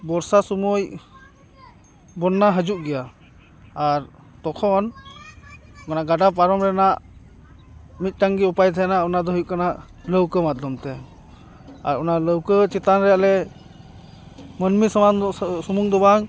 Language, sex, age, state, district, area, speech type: Santali, male, 30-45, West Bengal, Paschim Bardhaman, rural, spontaneous